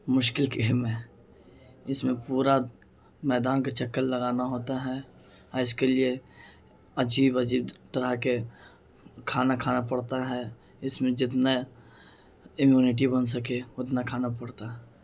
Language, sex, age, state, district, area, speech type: Urdu, male, 18-30, Bihar, Gaya, urban, spontaneous